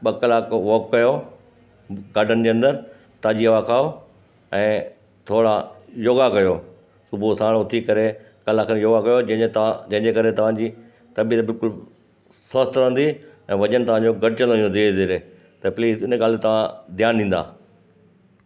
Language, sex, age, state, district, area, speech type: Sindhi, male, 60+, Gujarat, Kutch, rural, spontaneous